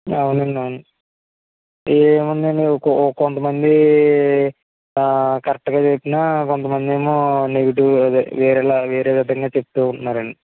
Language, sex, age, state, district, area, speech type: Telugu, male, 18-30, Andhra Pradesh, Kakinada, rural, conversation